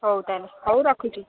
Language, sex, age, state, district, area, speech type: Odia, female, 60+, Odisha, Jharsuguda, rural, conversation